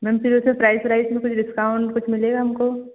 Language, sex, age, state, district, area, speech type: Hindi, female, 18-30, Madhya Pradesh, Betul, rural, conversation